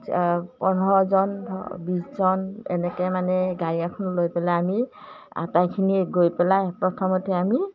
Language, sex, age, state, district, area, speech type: Assamese, female, 60+, Assam, Udalguri, rural, spontaneous